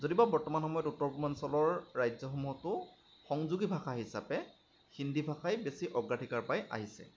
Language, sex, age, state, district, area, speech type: Assamese, male, 30-45, Assam, Lakhimpur, rural, spontaneous